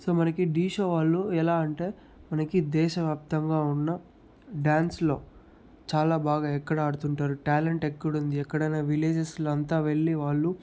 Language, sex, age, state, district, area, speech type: Telugu, male, 30-45, Andhra Pradesh, Chittoor, rural, spontaneous